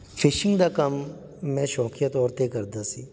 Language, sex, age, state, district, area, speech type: Punjabi, male, 45-60, Punjab, Patiala, urban, spontaneous